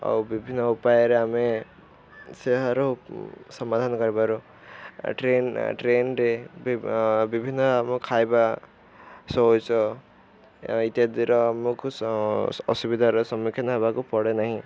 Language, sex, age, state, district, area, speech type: Odia, male, 18-30, Odisha, Ganjam, urban, spontaneous